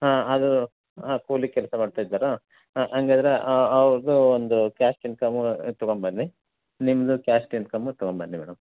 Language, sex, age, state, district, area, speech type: Kannada, male, 30-45, Karnataka, Koppal, rural, conversation